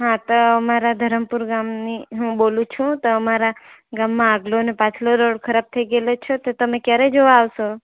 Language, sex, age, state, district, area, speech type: Gujarati, female, 18-30, Gujarat, Valsad, rural, conversation